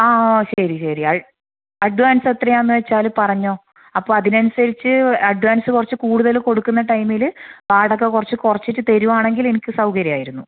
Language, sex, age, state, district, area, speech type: Malayalam, female, 30-45, Kerala, Kannur, rural, conversation